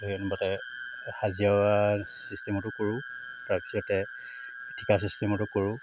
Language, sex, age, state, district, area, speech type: Assamese, male, 45-60, Assam, Tinsukia, rural, spontaneous